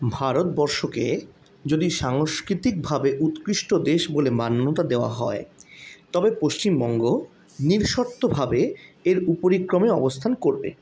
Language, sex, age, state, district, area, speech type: Bengali, male, 30-45, West Bengal, Paschim Bardhaman, urban, spontaneous